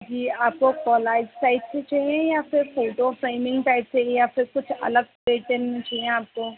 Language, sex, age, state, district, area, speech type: Hindi, female, 18-30, Madhya Pradesh, Chhindwara, urban, conversation